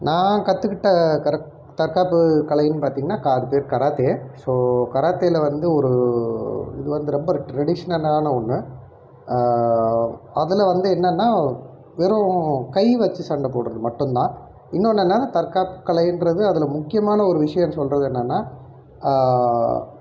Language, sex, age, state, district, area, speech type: Tamil, male, 45-60, Tamil Nadu, Erode, urban, spontaneous